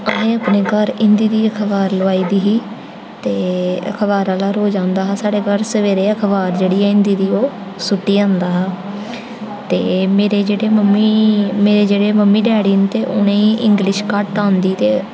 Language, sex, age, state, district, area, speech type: Dogri, female, 18-30, Jammu and Kashmir, Jammu, urban, spontaneous